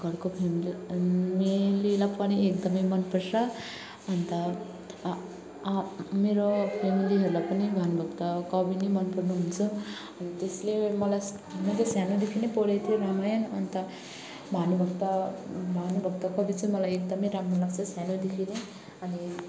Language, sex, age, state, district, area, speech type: Nepali, female, 30-45, West Bengal, Alipurduar, urban, spontaneous